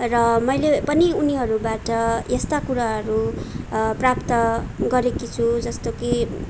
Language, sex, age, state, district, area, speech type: Nepali, female, 18-30, West Bengal, Darjeeling, urban, spontaneous